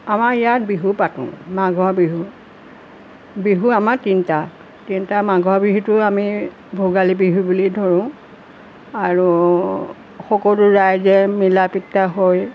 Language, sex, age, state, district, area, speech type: Assamese, female, 60+, Assam, Golaghat, urban, spontaneous